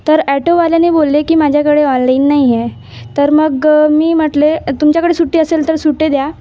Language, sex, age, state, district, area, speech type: Marathi, female, 18-30, Maharashtra, Wardha, rural, spontaneous